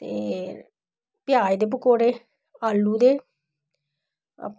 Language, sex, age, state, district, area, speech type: Dogri, female, 30-45, Jammu and Kashmir, Samba, urban, spontaneous